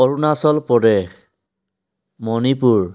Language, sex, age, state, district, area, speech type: Assamese, male, 18-30, Assam, Tinsukia, urban, spontaneous